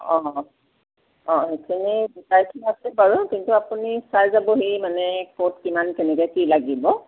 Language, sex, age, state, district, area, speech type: Assamese, female, 45-60, Assam, Golaghat, urban, conversation